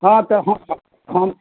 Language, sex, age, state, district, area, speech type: Maithili, male, 45-60, Bihar, Supaul, urban, conversation